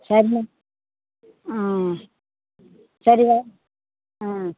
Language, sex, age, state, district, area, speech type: Tamil, female, 60+, Tamil Nadu, Pudukkottai, rural, conversation